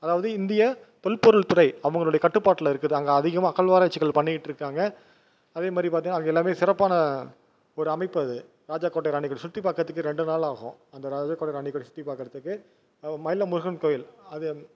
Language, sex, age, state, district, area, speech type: Tamil, male, 30-45, Tamil Nadu, Viluppuram, urban, spontaneous